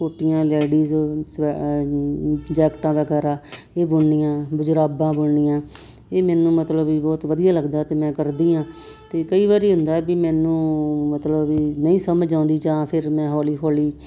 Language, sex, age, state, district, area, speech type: Punjabi, female, 60+, Punjab, Muktsar, urban, spontaneous